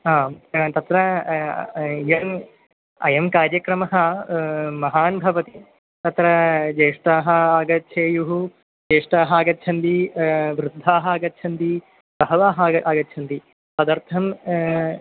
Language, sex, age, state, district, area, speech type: Sanskrit, male, 18-30, Kerala, Thrissur, rural, conversation